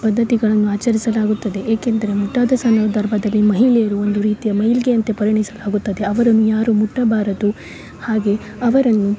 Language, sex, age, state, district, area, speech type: Kannada, female, 18-30, Karnataka, Uttara Kannada, rural, spontaneous